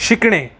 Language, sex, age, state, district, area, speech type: Marathi, male, 18-30, Maharashtra, Mumbai Suburban, urban, read